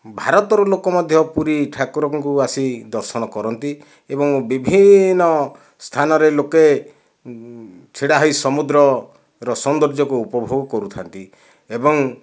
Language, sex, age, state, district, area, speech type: Odia, male, 60+, Odisha, Kandhamal, rural, spontaneous